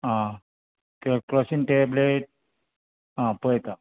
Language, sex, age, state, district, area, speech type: Goan Konkani, male, 45-60, Goa, Bardez, rural, conversation